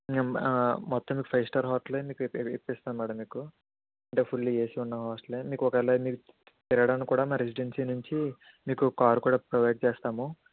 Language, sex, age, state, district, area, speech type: Telugu, male, 60+, Andhra Pradesh, Kakinada, urban, conversation